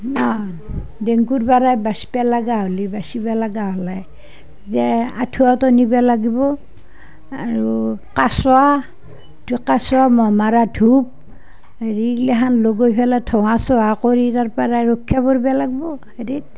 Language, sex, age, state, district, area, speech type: Assamese, female, 60+, Assam, Nalbari, rural, spontaneous